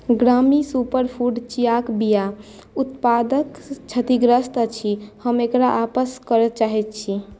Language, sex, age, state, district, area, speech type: Maithili, female, 18-30, Bihar, Madhubani, rural, read